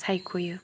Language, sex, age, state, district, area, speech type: Bodo, female, 18-30, Assam, Chirang, urban, spontaneous